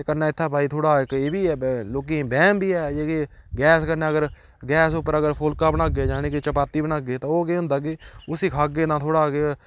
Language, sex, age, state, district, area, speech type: Dogri, male, 18-30, Jammu and Kashmir, Udhampur, rural, spontaneous